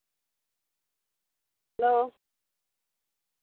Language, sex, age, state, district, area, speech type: Santali, female, 30-45, West Bengal, Bankura, rural, conversation